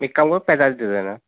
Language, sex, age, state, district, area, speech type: Hindi, male, 30-45, Madhya Pradesh, Hoshangabad, urban, conversation